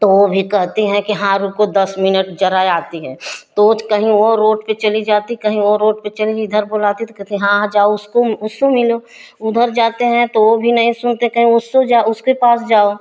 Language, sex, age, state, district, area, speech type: Hindi, female, 60+, Uttar Pradesh, Prayagraj, rural, spontaneous